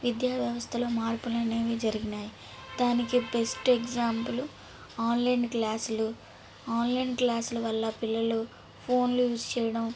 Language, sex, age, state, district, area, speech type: Telugu, female, 18-30, Andhra Pradesh, Palnadu, urban, spontaneous